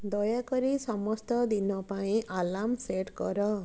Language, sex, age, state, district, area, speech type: Odia, female, 45-60, Odisha, Puri, urban, read